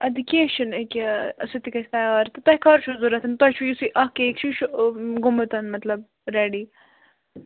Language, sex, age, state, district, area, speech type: Kashmiri, female, 18-30, Jammu and Kashmir, Budgam, rural, conversation